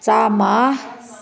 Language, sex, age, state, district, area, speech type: Manipuri, female, 60+, Manipur, Senapati, rural, spontaneous